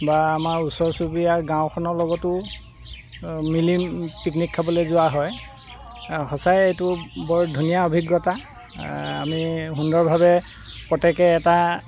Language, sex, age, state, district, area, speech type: Assamese, male, 45-60, Assam, Dibrugarh, rural, spontaneous